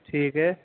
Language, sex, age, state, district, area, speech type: Urdu, male, 30-45, Uttar Pradesh, Muzaffarnagar, urban, conversation